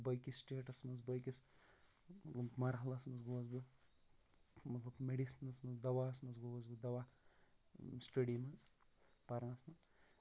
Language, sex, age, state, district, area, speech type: Kashmiri, male, 30-45, Jammu and Kashmir, Baramulla, rural, spontaneous